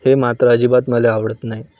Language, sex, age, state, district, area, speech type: Marathi, male, 18-30, Maharashtra, Nagpur, rural, spontaneous